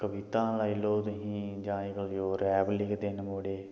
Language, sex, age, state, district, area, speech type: Dogri, male, 30-45, Jammu and Kashmir, Kathua, rural, spontaneous